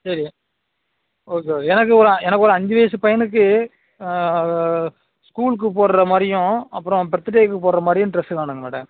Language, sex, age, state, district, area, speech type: Tamil, male, 30-45, Tamil Nadu, Kanyakumari, urban, conversation